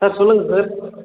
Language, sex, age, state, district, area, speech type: Tamil, male, 18-30, Tamil Nadu, Cuddalore, rural, conversation